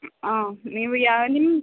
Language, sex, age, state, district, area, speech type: Kannada, female, 18-30, Karnataka, Davanagere, rural, conversation